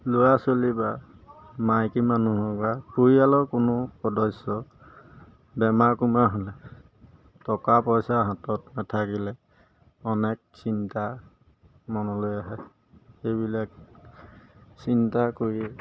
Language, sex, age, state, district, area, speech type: Assamese, male, 30-45, Assam, Majuli, urban, spontaneous